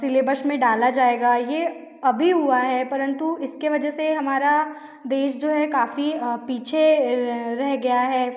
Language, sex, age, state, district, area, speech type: Hindi, female, 30-45, Madhya Pradesh, Betul, rural, spontaneous